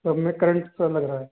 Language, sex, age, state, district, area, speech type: Hindi, male, 30-45, Uttar Pradesh, Sitapur, rural, conversation